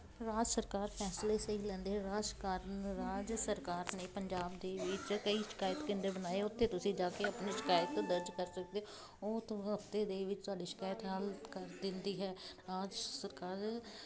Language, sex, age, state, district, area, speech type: Punjabi, female, 30-45, Punjab, Jalandhar, urban, spontaneous